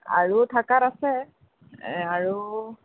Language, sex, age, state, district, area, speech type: Assamese, female, 45-60, Assam, Sonitpur, urban, conversation